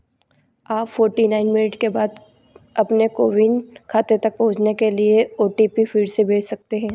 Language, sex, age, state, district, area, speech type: Hindi, female, 18-30, Madhya Pradesh, Ujjain, rural, read